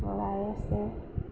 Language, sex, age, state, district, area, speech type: Assamese, female, 45-60, Assam, Darrang, rural, spontaneous